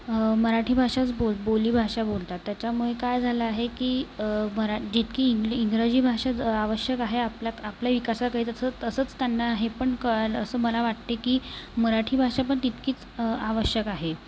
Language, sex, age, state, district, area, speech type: Marathi, female, 18-30, Maharashtra, Amravati, urban, spontaneous